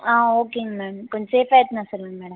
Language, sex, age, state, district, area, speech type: Tamil, female, 18-30, Tamil Nadu, Viluppuram, urban, conversation